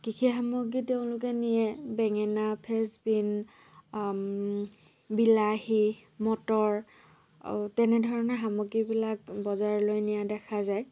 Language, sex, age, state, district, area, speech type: Assamese, female, 45-60, Assam, Dhemaji, rural, spontaneous